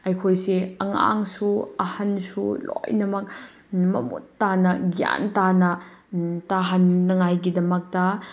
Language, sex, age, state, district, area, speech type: Manipuri, female, 30-45, Manipur, Chandel, rural, spontaneous